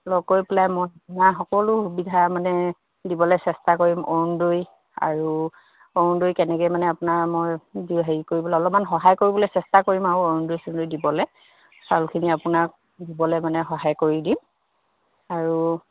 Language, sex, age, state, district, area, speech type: Assamese, female, 45-60, Assam, Dibrugarh, rural, conversation